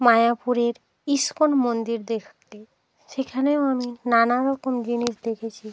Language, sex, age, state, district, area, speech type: Bengali, female, 45-60, West Bengal, Hooghly, urban, spontaneous